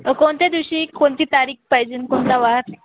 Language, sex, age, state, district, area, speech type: Marathi, female, 18-30, Maharashtra, Wardha, rural, conversation